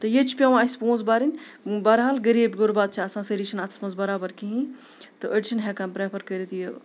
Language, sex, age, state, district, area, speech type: Kashmiri, female, 30-45, Jammu and Kashmir, Kupwara, urban, spontaneous